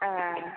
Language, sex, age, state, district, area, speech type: Bodo, female, 30-45, Assam, Kokrajhar, urban, conversation